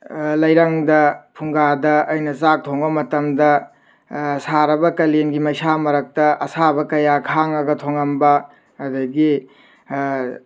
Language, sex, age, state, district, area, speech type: Manipuri, male, 18-30, Manipur, Tengnoupal, rural, spontaneous